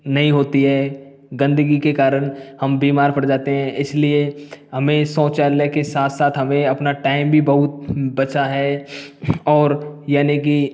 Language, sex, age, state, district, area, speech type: Hindi, male, 18-30, Rajasthan, Karauli, rural, spontaneous